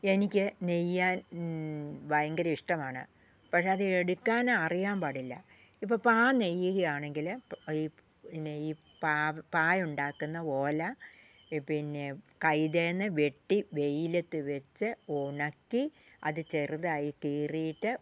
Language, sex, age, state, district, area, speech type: Malayalam, female, 60+, Kerala, Wayanad, rural, spontaneous